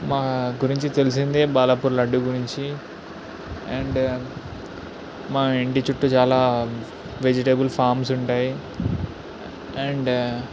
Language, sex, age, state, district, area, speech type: Telugu, male, 18-30, Telangana, Ranga Reddy, urban, spontaneous